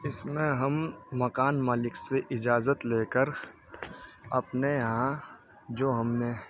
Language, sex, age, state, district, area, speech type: Urdu, male, 30-45, Uttar Pradesh, Muzaffarnagar, urban, spontaneous